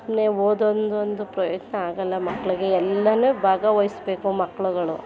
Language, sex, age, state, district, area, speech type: Kannada, female, 30-45, Karnataka, Mandya, urban, spontaneous